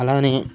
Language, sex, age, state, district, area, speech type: Telugu, male, 18-30, Andhra Pradesh, Nellore, rural, spontaneous